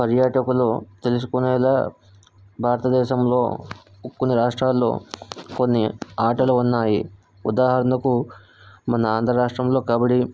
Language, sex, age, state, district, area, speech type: Telugu, male, 18-30, Andhra Pradesh, Vizianagaram, rural, spontaneous